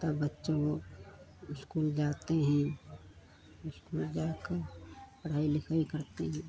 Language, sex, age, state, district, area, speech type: Hindi, female, 60+, Uttar Pradesh, Lucknow, rural, spontaneous